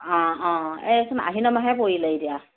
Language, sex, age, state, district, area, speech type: Assamese, female, 60+, Assam, Morigaon, rural, conversation